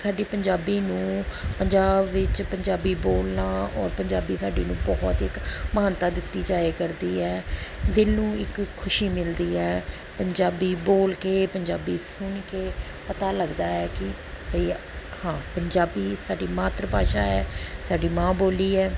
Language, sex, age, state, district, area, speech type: Punjabi, female, 45-60, Punjab, Pathankot, urban, spontaneous